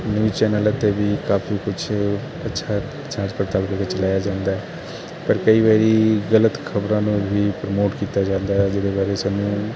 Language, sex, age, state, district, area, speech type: Punjabi, male, 30-45, Punjab, Kapurthala, urban, spontaneous